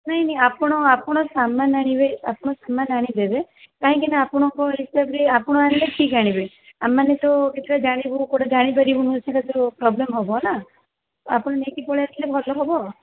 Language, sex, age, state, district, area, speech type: Odia, female, 45-60, Odisha, Sundergarh, rural, conversation